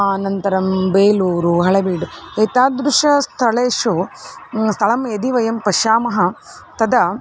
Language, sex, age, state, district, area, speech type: Sanskrit, female, 30-45, Karnataka, Dharwad, urban, spontaneous